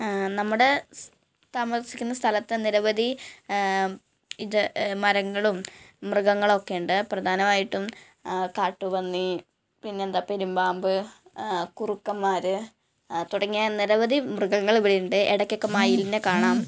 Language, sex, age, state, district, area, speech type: Malayalam, female, 18-30, Kerala, Malappuram, rural, spontaneous